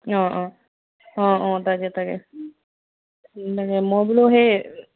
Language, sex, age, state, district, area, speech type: Assamese, female, 30-45, Assam, Dhemaji, rural, conversation